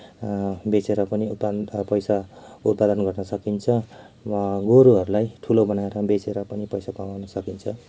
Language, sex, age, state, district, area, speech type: Nepali, male, 30-45, West Bengal, Kalimpong, rural, spontaneous